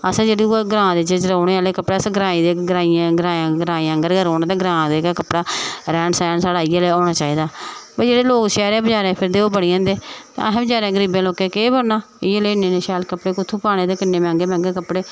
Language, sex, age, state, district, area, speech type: Dogri, female, 45-60, Jammu and Kashmir, Samba, rural, spontaneous